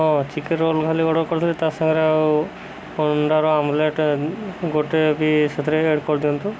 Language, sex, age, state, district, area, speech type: Odia, male, 30-45, Odisha, Subarnapur, urban, spontaneous